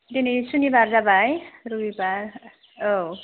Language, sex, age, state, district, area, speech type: Bodo, female, 18-30, Assam, Udalguri, urban, conversation